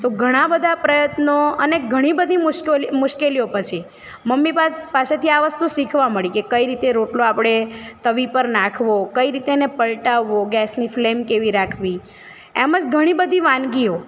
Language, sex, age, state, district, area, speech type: Gujarati, female, 30-45, Gujarat, Narmada, rural, spontaneous